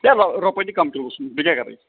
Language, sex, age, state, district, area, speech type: Kashmiri, male, 45-60, Jammu and Kashmir, Srinagar, rural, conversation